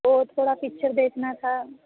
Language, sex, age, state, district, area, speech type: Hindi, female, 18-30, Uttar Pradesh, Prayagraj, rural, conversation